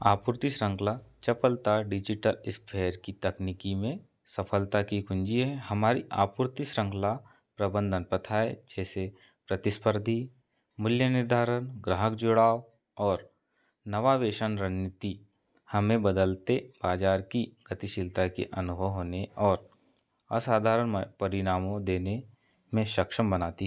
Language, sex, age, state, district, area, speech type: Hindi, male, 30-45, Madhya Pradesh, Seoni, rural, read